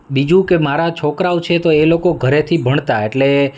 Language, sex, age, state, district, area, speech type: Gujarati, male, 30-45, Gujarat, Rajkot, urban, spontaneous